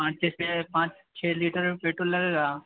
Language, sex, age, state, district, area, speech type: Hindi, male, 30-45, Madhya Pradesh, Harda, urban, conversation